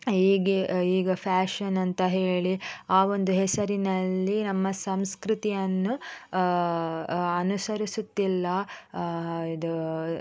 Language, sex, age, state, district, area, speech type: Kannada, female, 18-30, Karnataka, Dakshina Kannada, rural, spontaneous